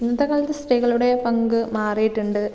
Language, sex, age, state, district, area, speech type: Malayalam, female, 18-30, Kerala, Kannur, rural, spontaneous